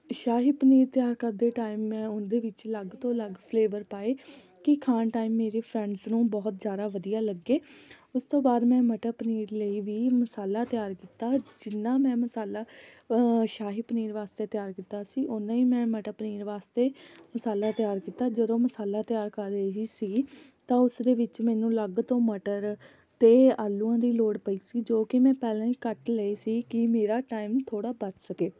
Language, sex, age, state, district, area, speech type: Punjabi, female, 18-30, Punjab, Fatehgarh Sahib, rural, spontaneous